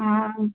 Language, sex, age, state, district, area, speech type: Sindhi, female, 18-30, Gujarat, Junagadh, rural, conversation